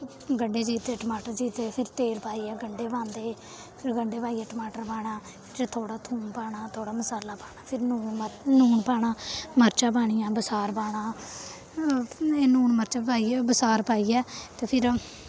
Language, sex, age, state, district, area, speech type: Dogri, female, 18-30, Jammu and Kashmir, Samba, rural, spontaneous